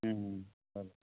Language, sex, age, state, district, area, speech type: Assamese, male, 30-45, Assam, Majuli, urban, conversation